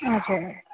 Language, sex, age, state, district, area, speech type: Nepali, female, 30-45, West Bengal, Jalpaiguri, urban, conversation